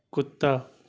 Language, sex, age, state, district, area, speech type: Urdu, male, 18-30, Delhi, Central Delhi, urban, read